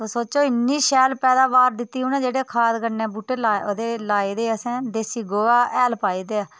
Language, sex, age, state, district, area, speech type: Dogri, female, 30-45, Jammu and Kashmir, Udhampur, rural, spontaneous